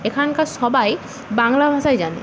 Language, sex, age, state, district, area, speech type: Bengali, female, 18-30, West Bengal, Purba Medinipur, rural, spontaneous